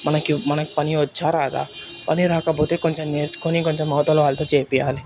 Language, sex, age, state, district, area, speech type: Telugu, male, 18-30, Telangana, Nirmal, urban, spontaneous